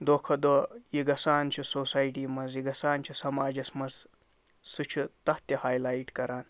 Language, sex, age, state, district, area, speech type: Kashmiri, male, 60+, Jammu and Kashmir, Ganderbal, rural, spontaneous